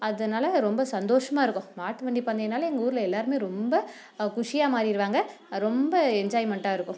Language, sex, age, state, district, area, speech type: Tamil, female, 30-45, Tamil Nadu, Dharmapuri, rural, spontaneous